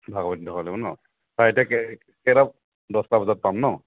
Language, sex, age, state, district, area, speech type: Assamese, male, 30-45, Assam, Dhemaji, rural, conversation